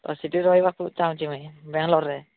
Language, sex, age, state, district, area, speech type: Odia, male, 18-30, Odisha, Nabarangpur, urban, conversation